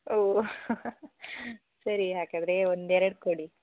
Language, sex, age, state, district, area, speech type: Kannada, female, 18-30, Karnataka, Shimoga, rural, conversation